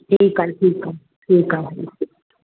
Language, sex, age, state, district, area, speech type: Sindhi, female, 30-45, Maharashtra, Mumbai Suburban, urban, conversation